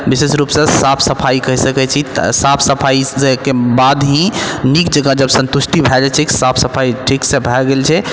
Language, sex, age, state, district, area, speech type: Maithili, male, 18-30, Bihar, Purnia, urban, spontaneous